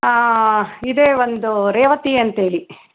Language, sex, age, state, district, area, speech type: Kannada, female, 60+, Karnataka, Chitradurga, rural, conversation